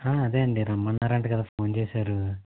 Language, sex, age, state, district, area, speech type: Telugu, male, 18-30, Andhra Pradesh, Eluru, rural, conversation